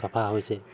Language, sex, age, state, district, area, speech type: Assamese, male, 18-30, Assam, Sivasagar, urban, spontaneous